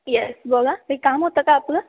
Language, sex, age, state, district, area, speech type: Marathi, female, 18-30, Maharashtra, Ahmednagar, rural, conversation